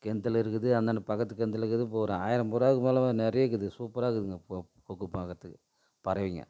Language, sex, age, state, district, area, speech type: Tamil, male, 45-60, Tamil Nadu, Tiruvannamalai, rural, spontaneous